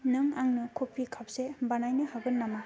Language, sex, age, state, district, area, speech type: Bodo, female, 18-30, Assam, Kokrajhar, rural, read